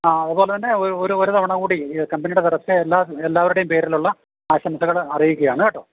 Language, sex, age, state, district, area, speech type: Malayalam, male, 60+, Kerala, Idukki, rural, conversation